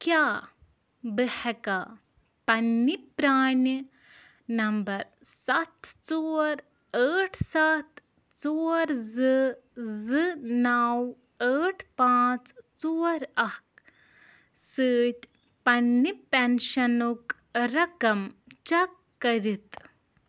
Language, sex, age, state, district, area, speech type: Kashmiri, female, 18-30, Jammu and Kashmir, Ganderbal, rural, read